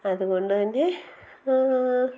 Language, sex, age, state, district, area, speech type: Malayalam, female, 18-30, Kerala, Kottayam, rural, spontaneous